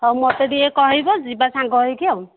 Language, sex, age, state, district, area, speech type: Odia, female, 60+, Odisha, Jharsuguda, rural, conversation